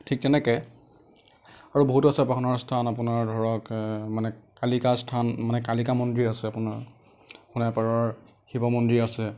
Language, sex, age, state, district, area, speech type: Assamese, male, 18-30, Assam, Nagaon, rural, spontaneous